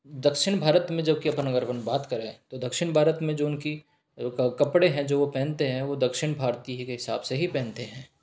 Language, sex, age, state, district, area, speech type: Hindi, male, 18-30, Rajasthan, Jaipur, urban, spontaneous